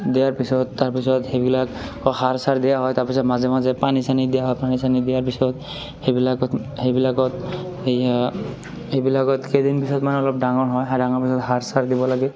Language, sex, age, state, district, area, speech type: Assamese, male, 18-30, Assam, Barpeta, rural, spontaneous